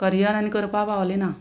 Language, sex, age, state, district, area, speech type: Goan Konkani, female, 45-60, Goa, Murmgao, urban, spontaneous